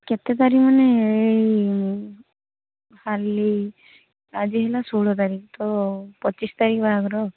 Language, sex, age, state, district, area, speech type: Odia, female, 18-30, Odisha, Balasore, rural, conversation